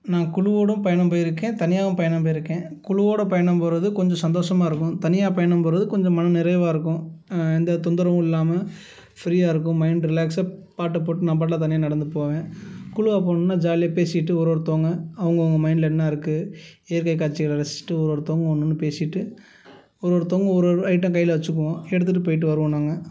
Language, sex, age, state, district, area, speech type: Tamil, male, 30-45, Tamil Nadu, Tiruchirappalli, rural, spontaneous